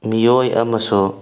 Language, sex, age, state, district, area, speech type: Manipuri, male, 18-30, Manipur, Tengnoupal, rural, read